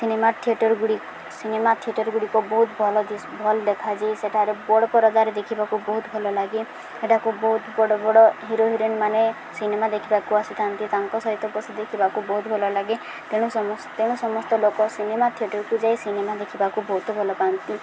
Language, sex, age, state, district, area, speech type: Odia, female, 18-30, Odisha, Subarnapur, urban, spontaneous